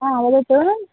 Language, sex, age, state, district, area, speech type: Sanskrit, female, 30-45, Karnataka, Bangalore Urban, urban, conversation